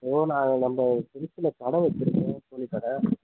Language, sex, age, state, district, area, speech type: Tamil, male, 18-30, Tamil Nadu, Tiruchirappalli, rural, conversation